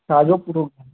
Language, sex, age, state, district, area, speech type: Sindhi, male, 18-30, Maharashtra, Mumbai Suburban, urban, conversation